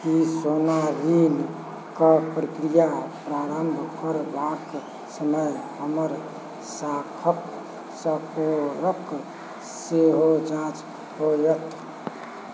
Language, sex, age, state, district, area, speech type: Maithili, male, 45-60, Bihar, Sitamarhi, rural, read